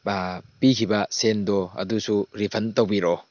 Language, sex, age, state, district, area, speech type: Manipuri, male, 18-30, Manipur, Tengnoupal, rural, spontaneous